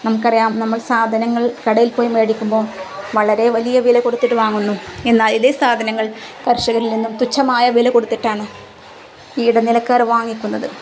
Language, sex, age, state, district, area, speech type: Malayalam, female, 30-45, Kerala, Kozhikode, rural, spontaneous